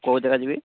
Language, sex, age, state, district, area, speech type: Odia, male, 30-45, Odisha, Sambalpur, rural, conversation